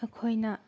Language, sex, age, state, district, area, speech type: Manipuri, female, 18-30, Manipur, Tengnoupal, rural, spontaneous